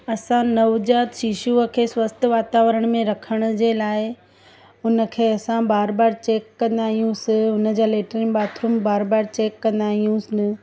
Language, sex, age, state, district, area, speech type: Sindhi, female, 30-45, Gujarat, Surat, urban, spontaneous